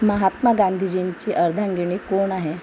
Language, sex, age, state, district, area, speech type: Marathi, female, 30-45, Maharashtra, Amravati, urban, read